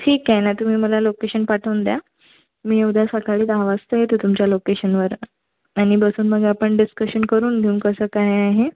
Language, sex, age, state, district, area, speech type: Marathi, female, 18-30, Maharashtra, Nagpur, urban, conversation